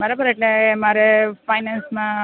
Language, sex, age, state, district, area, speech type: Gujarati, female, 30-45, Gujarat, Surat, urban, conversation